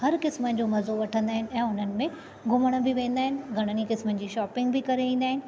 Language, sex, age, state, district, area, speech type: Sindhi, female, 30-45, Maharashtra, Thane, urban, spontaneous